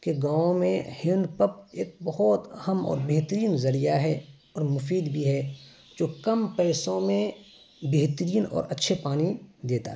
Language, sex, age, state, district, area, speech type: Urdu, male, 18-30, Bihar, Araria, rural, spontaneous